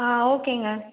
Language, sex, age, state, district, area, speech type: Tamil, female, 18-30, Tamil Nadu, Cuddalore, rural, conversation